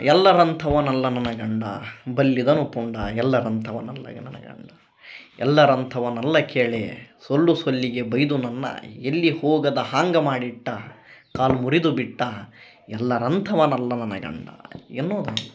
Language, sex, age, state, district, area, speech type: Kannada, male, 18-30, Karnataka, Koppal, rural, spontaneous